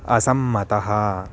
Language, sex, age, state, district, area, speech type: Sanskrit, male, 18-30, Karnataka, Uttara Kannada, rural, read